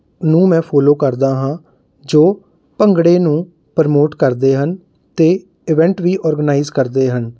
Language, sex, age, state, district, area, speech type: Punjabi, male, 30-45, Punjab, Mohali, urban, spontaneous